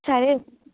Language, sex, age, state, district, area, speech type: Telugu, female, 18-30, Telangana, Adilabad, urban, conversation